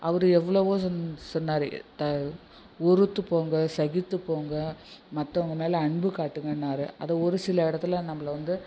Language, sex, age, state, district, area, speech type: Tamil, female, 60+, Tamil Nadu, Nagapattinam, rural, spontaneous